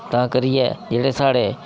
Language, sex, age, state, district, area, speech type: Dogri, male, 30-45, Jammu and Kashmir, Udhampur, rural, spontaneous